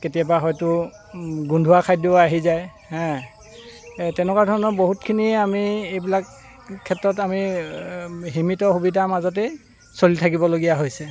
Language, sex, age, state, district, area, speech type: Assamese, male, 45-60, Assam, Dibrugarh, rural, spontaneous